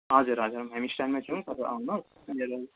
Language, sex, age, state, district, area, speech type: Nepali, male, 18-30, West Bengal, Darjeeling, rural, conversation